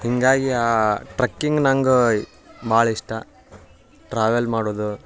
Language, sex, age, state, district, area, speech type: Kannada, male, 18-30, Karnataka, Dharwad, rural, spontaneous